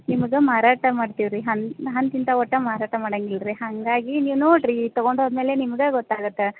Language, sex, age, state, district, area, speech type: Kannada, female, 30-45, Karnataka, Gadag, rural, conversation